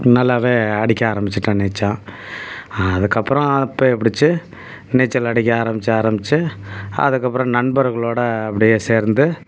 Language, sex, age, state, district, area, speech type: Tamil, male, 60+, Tamil Nadu, Tiruchirappalli, rural, spontaneous